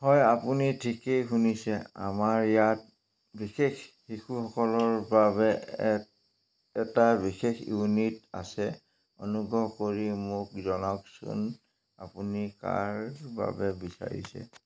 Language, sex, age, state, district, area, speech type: Assamese, male, 45-60, Assam, Dhemaji, rural, read